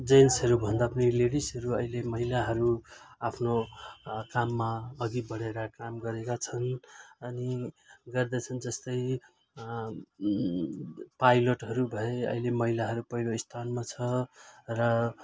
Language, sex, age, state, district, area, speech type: Nepali, male, 45-60, West Bengal, Jalpaiguri, urban, spontaneous